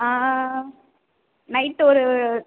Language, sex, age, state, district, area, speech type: Tamil, female, 18-30, Tamil Nadu, Sivaganga, rural, conversation